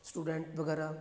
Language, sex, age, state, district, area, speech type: Punjabi, male, 30-45, Punjab, Fatehgarh Sahib, rural, spontaneous